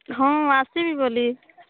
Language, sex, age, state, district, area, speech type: Odia, female, 18-30, Odisha, Rayagada, rural, conversation